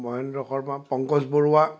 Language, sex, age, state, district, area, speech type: Assamese, male, 45-60, Assam, Sonitpur, urban, spontaneous